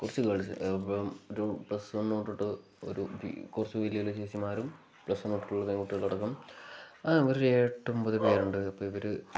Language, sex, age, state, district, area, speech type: Malayalam, male, 18-30, Kerala, Wayanad, rural, spontaneous